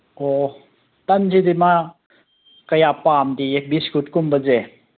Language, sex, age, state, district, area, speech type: Manipuri, male, 45-60, Manipur, Kangpokpi, urban, conversation